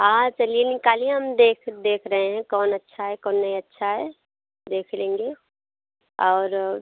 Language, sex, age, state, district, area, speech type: Hindi, female, 30-45, Uttar Pradesh, Bhadohi, rural, conversation